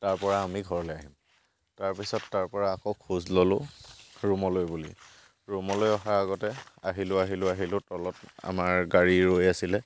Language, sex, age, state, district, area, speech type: Assamese, male, 45-60, Assam, Charaideo, rural, spontaneous